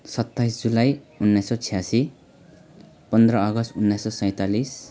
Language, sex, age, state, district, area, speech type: Nepali, male, 30-45, West Bengal, Alipurduar, urban, spontaneous